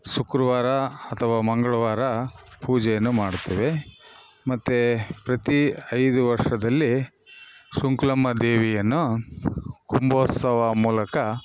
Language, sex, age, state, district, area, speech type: Kannada, male, 45-60, Karnataka, Bellary, rural, spontaneous